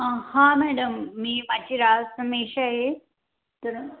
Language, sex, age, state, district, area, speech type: Marathi, female, 18-30, Maharashtra, Amravati, rural, conversation